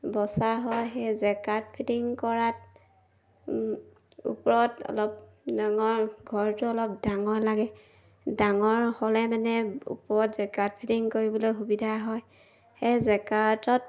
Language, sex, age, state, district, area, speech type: Assamese, female, 30-45, Assam, Sivasagar, rural, spontaneous